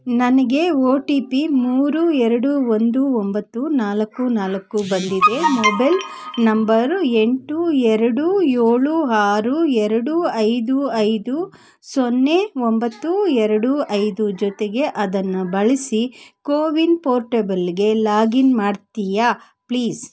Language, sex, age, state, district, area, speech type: Kannada, female, 45-60, Karnataka, Kolar, urban, read